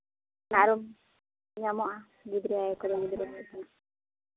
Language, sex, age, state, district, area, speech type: Santali, female, 30-45, Jharkhand, East Singhbhum, rural, conversation